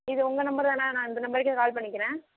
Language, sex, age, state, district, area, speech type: Tamil, male, 60+, Tamil Nadu, Tiruvarur, rural, conversation